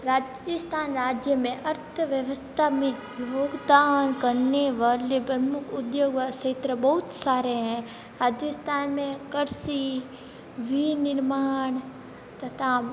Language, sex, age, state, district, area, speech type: Hindi, female, 18-30, Rajasthan, Jodhpur, urban, spontaneous